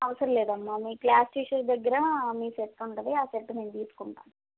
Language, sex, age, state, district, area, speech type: Telugu, female, 18-30, Andhra Pradesh, Guntur, urban, conversation